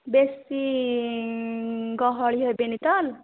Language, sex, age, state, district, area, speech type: Odia, female, 18-30, Odisha, Nayagarh, rural, conversation